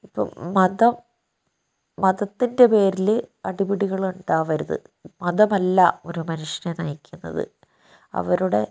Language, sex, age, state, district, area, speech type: Malayalam, female, 60+, Kerala, Wayanad, rural, spontaneous